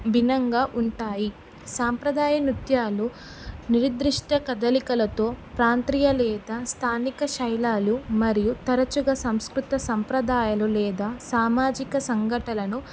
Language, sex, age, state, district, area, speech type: Telugu, female, 18-30, Telangana, Kamareddy, urban, spontaneous